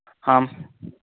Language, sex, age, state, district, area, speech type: Sanskrit, male, 18-30, Karnataka, Uttara Kannada, rural, conversation